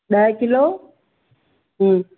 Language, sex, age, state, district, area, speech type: Sindhi, female, 45-60, Maharashtra, Thane, urban, conversation